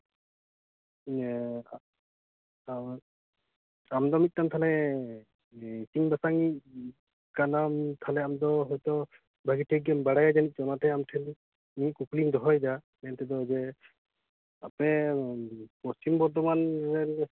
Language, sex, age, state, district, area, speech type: Santali, male, 18-30, West Bengal, Paschim Bardhaman, rural, conversation